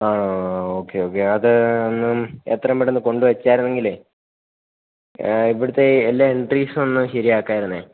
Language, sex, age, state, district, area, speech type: Malayalam, male, 18-30, Kerala, Idukki, rural, conversation